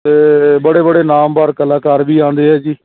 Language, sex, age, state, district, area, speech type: Punjabi, male, 45-60, Punjab, Shaheed Bhagat Singh Nagar, urban, conversation